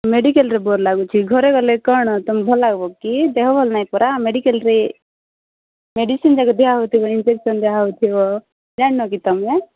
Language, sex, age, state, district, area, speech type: Odia, female, 30-45, Odisha, Koraput, urban, conversation